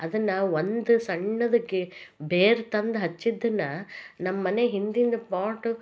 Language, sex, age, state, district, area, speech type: Kannada, female, 45-60, Karnataka, Koppal, rural, spontaneous